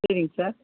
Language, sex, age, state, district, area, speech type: Tamil, female, 45-60, Tamil Nadu, Krishnagiri, rural, conversation